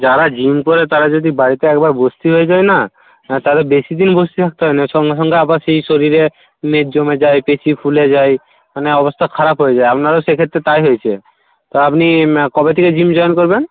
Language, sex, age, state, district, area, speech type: Bengali, male, 45-60, West Bengal, Purba Medinipur, rural, conversation